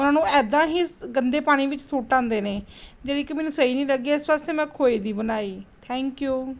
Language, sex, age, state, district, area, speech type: Punjabi, female, 30-45, Punjab, Gurdaspur, rural, spontaneous